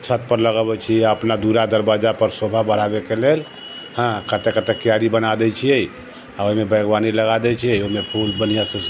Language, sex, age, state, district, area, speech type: Maithili, male, 45-60, Bihar, Sitamarhi, rural, spontaneous